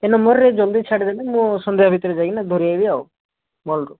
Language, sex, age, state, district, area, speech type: Odia, male, 18-30, Odisha, Bhadrak, rural, conversation